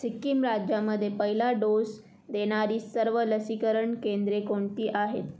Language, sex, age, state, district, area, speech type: Marathi, female, 18-30, Maharashtra, Raigad, rural, read